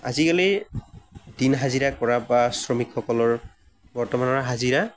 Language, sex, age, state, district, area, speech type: Assamese, male, 18-30, Assam, Morigaon, rural, spontaneous